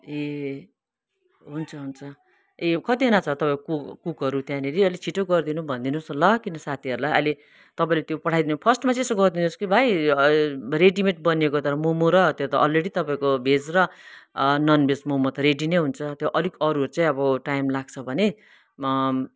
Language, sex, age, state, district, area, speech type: Nepali, female, 60+, West Bengal, Kalimpong, rural, spontaneous